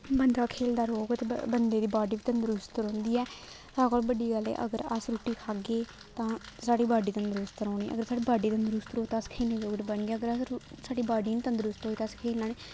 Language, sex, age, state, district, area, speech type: Dogri, female, 18-30, Jammu and Kashmir, Kathua, rural, spontaneous